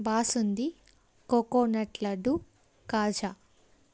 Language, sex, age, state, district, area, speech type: Telugu, female, 18-30, Andhra Pradesh, Kadapa, rural, spontaneous